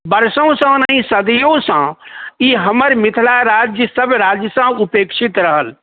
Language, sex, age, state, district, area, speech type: Maithili, male, 60+, Bihar, Saharsa, rural, conversation